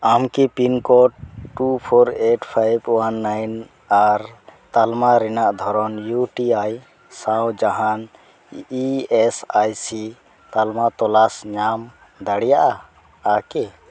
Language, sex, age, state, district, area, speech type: Santali, male, 18-30, West Bengal, Uttar Dinajpur, rural, read